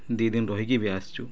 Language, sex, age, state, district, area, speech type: Odia, male, 45-60, Odisha, Sundergarh, urban, spontaneous